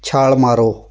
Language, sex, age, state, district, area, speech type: Punjabi, female, 30-45, Punjab, Shaheed Bhagat Singh Nagar, rural, read